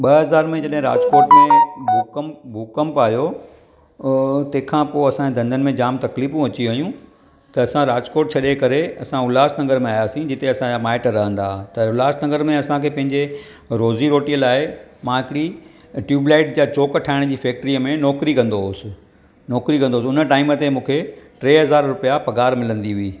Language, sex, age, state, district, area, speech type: Sindhi, male, 45-60, Maharashtra, Thane, urban, spontaneous